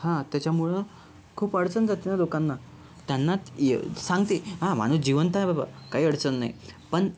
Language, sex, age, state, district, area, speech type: Marathi, male, 18-30, Maharashtra, Yavatmal, rural, spontaneous